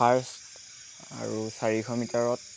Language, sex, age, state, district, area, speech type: Assamese, male, 18-30, Assam, Lakhimpur, rural, spontaneous